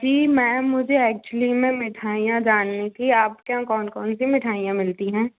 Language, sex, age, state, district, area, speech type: Hindi, female, 45-60, Madhya Pradesh, Bhopal, urban, conversation